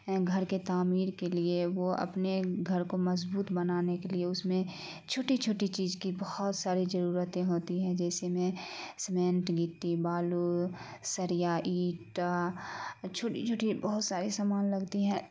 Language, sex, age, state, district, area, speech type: Urdu, female, 18-30, Bihar, Khagaria, rural, spontaneous